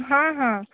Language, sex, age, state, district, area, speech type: Odia, female, 18-30, Odisha, Kendujhar, urban, conversation